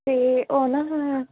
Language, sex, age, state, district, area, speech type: Punjabi, female, 18-30, Punjab, Fazilka, rural, conversation